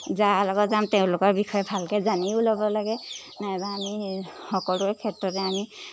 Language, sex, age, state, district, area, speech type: Assamese, female, 18-30, Assam, Lakhimpur, urban, spontaneous